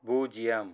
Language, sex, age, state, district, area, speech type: Tamil, male, 30-45, Tamil Nadu, Madurai, urban, read